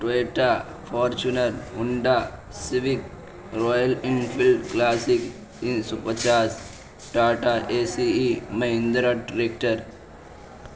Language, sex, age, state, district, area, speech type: Urdu, male, 18-30, Uttar Pradesh, Balrampur, rural, spontaneous